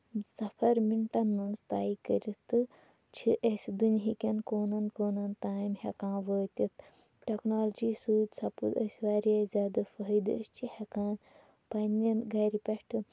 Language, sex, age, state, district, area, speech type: Kashmiri, female, 18-30, Jammu and Kashmir, Shopian, rural, spontaneous